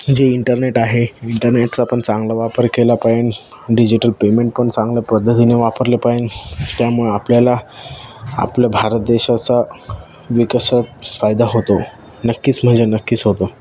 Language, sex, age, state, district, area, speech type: Marathi, male, 18-30, Maharashtra, Ahmednagar, urban, spontaneous